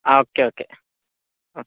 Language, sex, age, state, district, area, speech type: Malayalam, male, 18-30, Kerala, Kottayam, rural, conversation